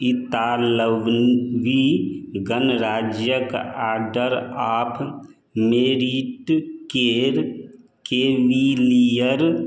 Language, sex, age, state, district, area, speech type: Maithili, male, 60+, Bihar, Madhubani, rural, read